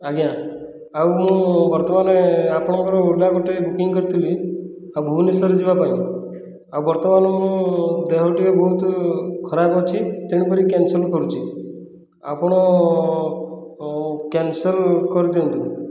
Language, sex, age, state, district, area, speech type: Odia, male, 30-45, Odisha, Khordha, rural, spontaneous